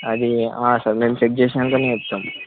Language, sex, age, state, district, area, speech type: Telugu, male, 18-30, Telangana, Medchal, urban, conversation